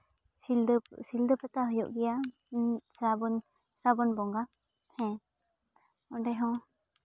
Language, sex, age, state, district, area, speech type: Santali, female, 18-30, West Bengal, Jhargram, rural, spontaneous